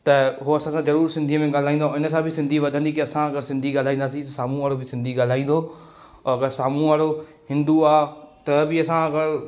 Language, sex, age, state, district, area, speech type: Sindhi, male, 18-30, Madhya Pradesh, Katni, urban, spontaneous